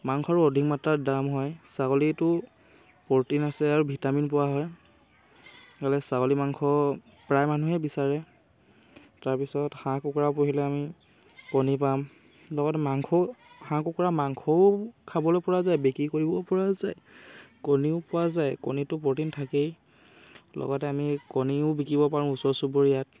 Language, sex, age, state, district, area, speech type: Assamese, male, 18-30, Assam, Dhemaji, rural, spontaneous